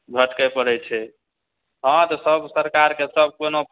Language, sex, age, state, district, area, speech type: Maithili, male, 60+, Bihar, Purnia, urban, conversation